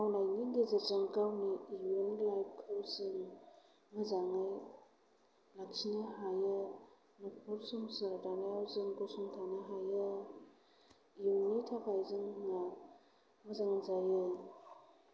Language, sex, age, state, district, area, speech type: Bodo, female, 45-60, Assam, Kokrajhar, rural, spontaneous